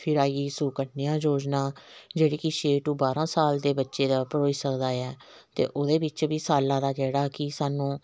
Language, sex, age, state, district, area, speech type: Dogri, female, 45-60, Jammu and Kashmir, Samba, rural, spontaneous